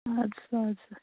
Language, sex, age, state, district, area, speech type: Kashmiri, female, 45-60, Jammu and Kashmir, Baramulla, rural, conversation